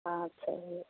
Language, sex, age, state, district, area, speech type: Tamil, female, 60+, Tamil Nadu, Ariyalur, rural, conversation